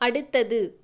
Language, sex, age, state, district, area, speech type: Tamil, female, 18-30, Tamil Nadu, Viluppuram, rural, read